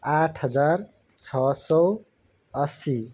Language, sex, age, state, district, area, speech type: Nepali, male, 18-30, West Bengal, Kalimpong, rural, spontaneous